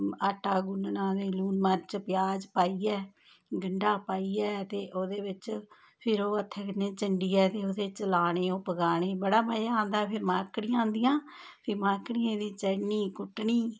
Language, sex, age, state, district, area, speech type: Dogri, female, 30-45, Jammu and Kashmir, Samba, rural, spontaneous